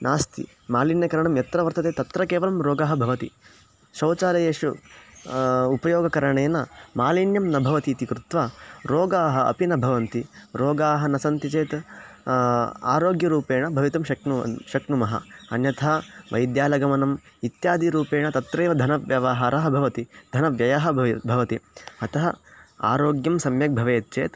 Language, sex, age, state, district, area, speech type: Sanskrit, male, 18-30, Karnataka, Chikkamagaluru, rural, spontaneous